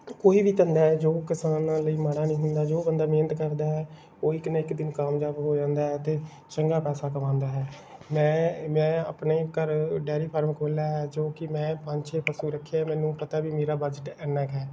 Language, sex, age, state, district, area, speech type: Punjabi, male, 18-30, Punjab, Bathinda, rural, spontaneous